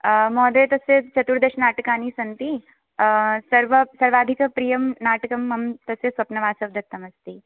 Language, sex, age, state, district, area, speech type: Sanskrit, female, 18-30, Rajasthan, Jaipur, urban, conversation